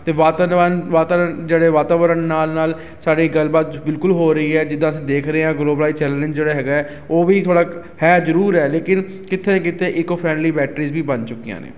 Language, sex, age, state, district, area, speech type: Punjabi, male, 30-45, Punjab, Ludhiana, urban, spontaneous